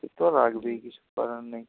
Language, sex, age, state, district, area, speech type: Bengali, male, 18-30, West Bengal, Purba Medinipur, rural, conversation